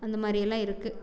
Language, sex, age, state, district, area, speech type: Tamil, female, 45-60, Tamil Nadu, Erode, rural, spontaneous